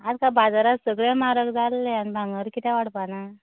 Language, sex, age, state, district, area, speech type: Goan Konkani, female, 18-30, Goa, Canacona, rural, conversation